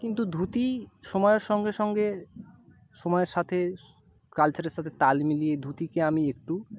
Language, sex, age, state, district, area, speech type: Bengali, male, 30-45, West Bengal, North 24 Parganas, urban, spontaneous